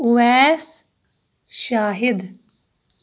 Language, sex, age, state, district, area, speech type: Kashmiri, female, 30-45, Jammu and Kashmir, Shopian, rural, spontaneous